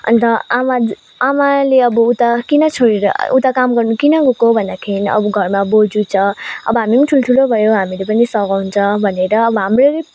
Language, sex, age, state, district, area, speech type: Nepali, female, 18-30, West Bengal, Kalimpong, rural, spontaneous